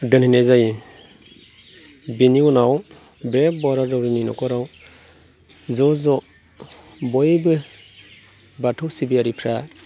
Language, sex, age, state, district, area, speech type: Bodo, male, 45-60, Assam, Chirang, rural, spontaneous